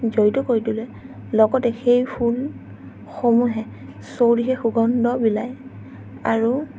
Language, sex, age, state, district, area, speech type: Assamese, female, 18-30, Assam, Sonitpur, rural, spontaneous